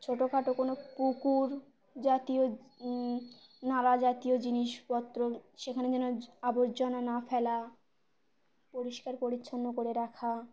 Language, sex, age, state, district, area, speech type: Bengali, female, 18-30, West Bengal, Birbhum, urban, spontaneous